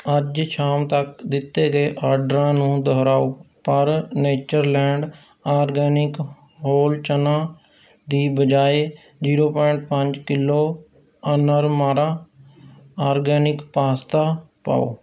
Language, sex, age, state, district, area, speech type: Punjabi, male, 30-45, Punjab, Rupnagar, rural, read